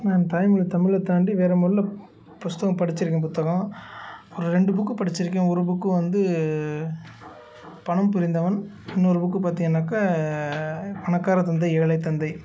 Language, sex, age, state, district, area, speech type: Tamil, male, 30-45, Tamil Nadu, Tiruchirappalli, rural, spontaneous